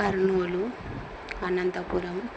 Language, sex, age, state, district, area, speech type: Telugu, female, 45-60, Andhra Pradesh, Kurnool, rural, spontaneous